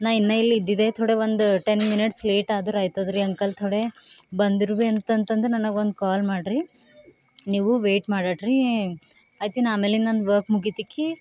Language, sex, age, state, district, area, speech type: Kannada, female, 18-30, Karnataka, Bidar, rural, spontaneous